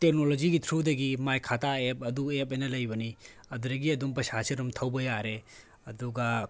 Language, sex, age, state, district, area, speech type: Manipuri, male, 18-30, Manipur, Tengnoupal, rural, spontaneous